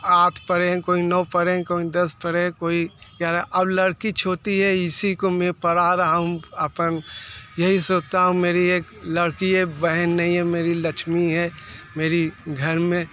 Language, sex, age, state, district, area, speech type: Hindi, male, 60+, Uttar Pradesh, Mirzapur, urban, spontaneous